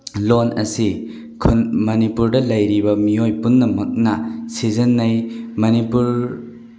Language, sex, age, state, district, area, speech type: Manipuri, male, 18-30, Manipur, Bishnupur, rural, spontaneous